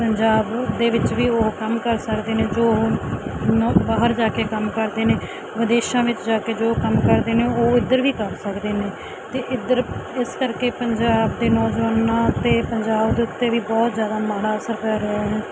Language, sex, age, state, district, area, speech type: Punjabi, female, 30-45, Punjab, Mansa, urban, spontaneous